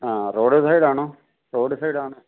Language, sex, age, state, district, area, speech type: Malayalam, male, 60+, Kerala, Idukki, rural, conversation